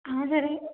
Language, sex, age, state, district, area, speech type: Tamil, female, 18-30, Tamil Nadu, Salem, rural, conversation